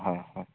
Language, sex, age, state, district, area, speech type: Assamese, male, 30-45, Assam, Biswanath, rural, conversation